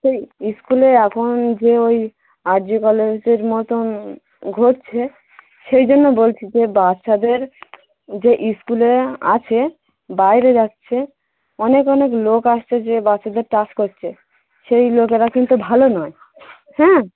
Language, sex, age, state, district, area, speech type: Bengali, female, 18-30, West Bengal, Dakshin Dinajpur, urban, conversation